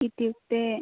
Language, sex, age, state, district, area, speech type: Sanskrit, female, 18-30, Kerala, Kasaragod, rural, conversation